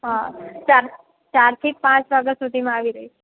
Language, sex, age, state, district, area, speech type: Gujarati, female, 18-30, Gujarat, Valsad, rural, conversation